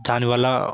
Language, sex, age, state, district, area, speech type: Telugu, male, 18-30, Telangana, Yadadri Bhuvanagiri, urban, spontaneous